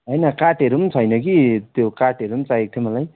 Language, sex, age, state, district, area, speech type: Nepali, male, 18-30, West Bengal, Darjeeling, rural, conversation